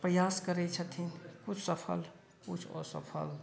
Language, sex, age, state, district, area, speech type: Maithili, male, 60+, Bihar, Saharsa, urban, spontaneous